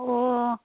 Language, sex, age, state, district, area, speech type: Manipuri, female, 60+, Manipur, Imphal East, urban, conversation